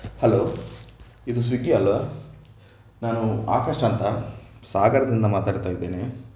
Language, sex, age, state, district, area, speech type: Kannada, male, 18-30, Karnataka, Shimoga, rural, spontaneous